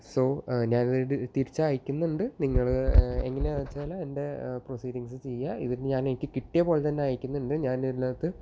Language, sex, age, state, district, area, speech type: Malayalam, male, 18-30, Kerala, Thrissur, urban, spontaneous